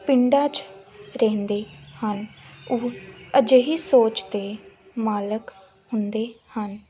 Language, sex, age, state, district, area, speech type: Punjabi, female, 18-30, Punjab, Gurdaspur, urban, spontaneous